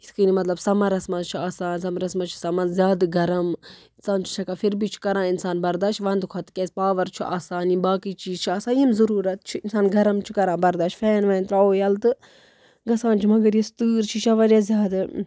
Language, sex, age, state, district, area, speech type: Kashmiri, female, 30-45, Jammu and Kashmir, Budgam, rural, spontaneous